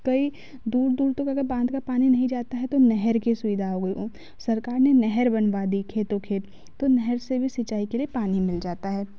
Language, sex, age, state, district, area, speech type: Hindi, female, 30-45, Madhya Pradesh, Betul, rural, spontaneous